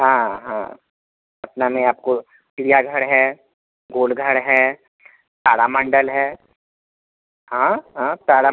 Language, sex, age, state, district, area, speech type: Hindi, male, 30-45, Bihar, Muzaffarpur, urban, conversation